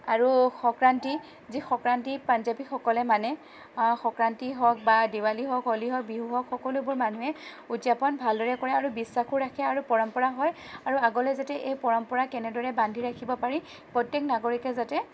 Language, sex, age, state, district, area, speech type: Assamese, female, 30-45, Assam, Sonitpur, rural, spontaneous